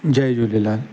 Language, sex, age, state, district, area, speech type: Sindhi, male, 18-30, Gujarat, Surat, urban, spontaneous